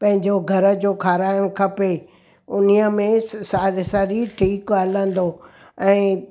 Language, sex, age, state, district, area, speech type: Sindhi, female, 60+, Gujarat, Surat, urban, spontaneous